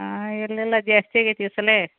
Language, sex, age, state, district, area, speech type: Kannada, female, 45-60, Karnataka, Gadag, rural, conversation